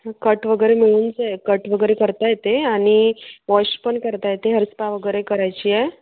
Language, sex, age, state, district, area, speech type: Marathi, female, 30-45, Maharashtra, Wardha, rural, conversation